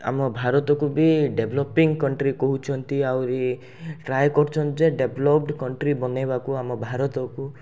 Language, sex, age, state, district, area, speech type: Odia, male, 18-30, Odisha, Rayagada, urban, spontaneous